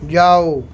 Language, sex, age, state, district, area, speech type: Punjabi, male, 45-60, Punjab, Shaheed Bhagat Singh Nagar, rural, read